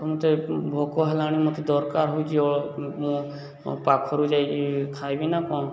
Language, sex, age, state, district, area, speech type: Odia, male, 18-30, Odisha, Subarnapur, urban, spontaneous